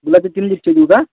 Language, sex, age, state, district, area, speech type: Marathi, male, 18-30, Maharashtra, Thane, urban, conversation